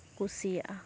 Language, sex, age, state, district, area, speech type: Santali, female, 18-30, West Bengal, Uttar Dinajpur, rural, spontaneous